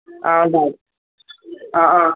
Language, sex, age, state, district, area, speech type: Malayalam, male, 18-30, Kerala, Kollam, rural, conversation